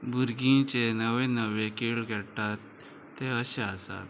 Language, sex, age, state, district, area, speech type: Goan Konkani, male, 30-45, Goa, Murmgao, rural, spontaneous